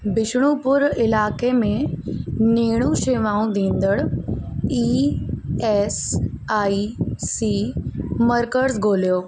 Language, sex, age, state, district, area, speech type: Sindhi, female, 18-30, Uttar Pradesh, Lucknow, urban, read